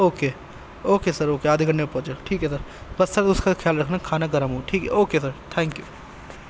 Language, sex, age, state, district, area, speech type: Urdu, male, 18-30, Delhi, East Delhi, urban, spontaneous